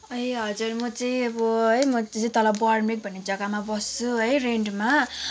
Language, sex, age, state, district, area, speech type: Nepali, female, 18-30, West Bengal, Kalimpong, rural, spontaneous